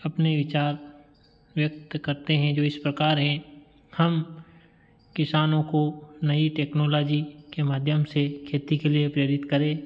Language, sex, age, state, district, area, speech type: Hindi, male, 30-45, Madhya Pradesh, Ujjain, rural, spontaneous